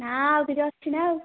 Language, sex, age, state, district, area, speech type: Odia, female, 18-30, Odisha, Nayagarh, rural, conversation